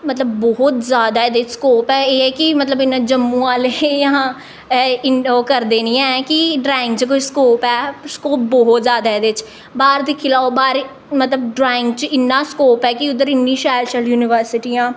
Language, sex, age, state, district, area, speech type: Dogri, female, 18-30, Jammu and Kashmir, Jammu, urban, spontaneous